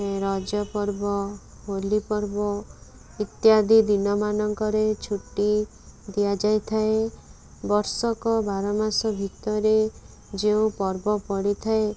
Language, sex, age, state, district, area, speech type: Odia, female, 18-30, Odisha, Cuttack, urban, spontaneous